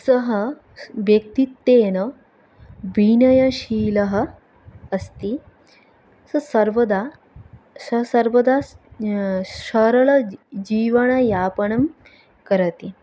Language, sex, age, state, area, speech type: Sanskrit, female, 18-30, Tripura, rural, spontaneous